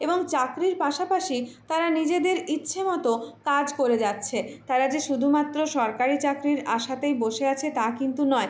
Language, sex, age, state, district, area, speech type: Bengali, female, 30-45, West Bengal, Purulia, urban, spontaneous